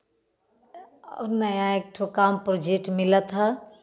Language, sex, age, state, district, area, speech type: Hindi, female, 30-45, Uttar Pradesh, Varanasi, rural, spontaneous